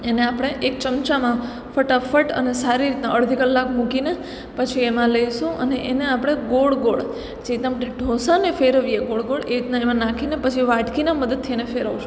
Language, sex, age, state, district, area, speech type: Gujarati, female, 18-30, Gujarat, Surat, urban, spontaneous